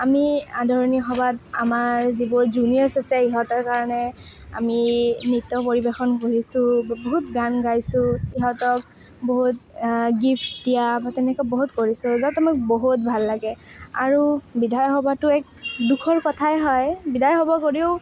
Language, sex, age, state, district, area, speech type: Assamese, female, 18-30, Assam, Kamrup Metropolitan, rural, spontaneous